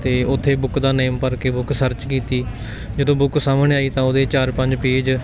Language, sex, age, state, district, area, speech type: Punjabi, male, 18-30, Punjab, Patiala, rural, spontaneous